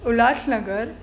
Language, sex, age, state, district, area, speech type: Sindhi, female, 18-30, Maharashtra, Mumbai Suburban, urban, spontaneous